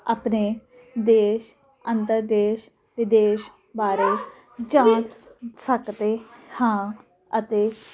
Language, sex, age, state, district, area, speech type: Punjabi, female, 30-45, Punjab, Jalandhar, urban, spontaneous